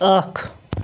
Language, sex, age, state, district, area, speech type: Kashmiri, male, 30-45, Jammu and Kashmir, Srinagar, urban, read